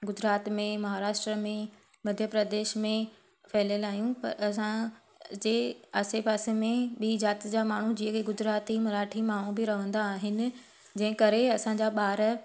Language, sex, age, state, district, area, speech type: Sindhi, female, 30-45, Gujarat, Surat, urban, spontaneous